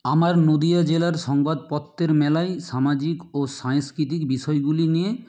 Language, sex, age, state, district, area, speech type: Bengali, male, 18-30, West Bengal, Nadia, rural, spontaneous